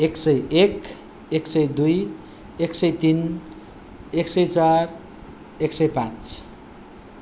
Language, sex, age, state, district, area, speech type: Nepali, male, 18-30, West Bengal, Darjeeling, rural, spontaneous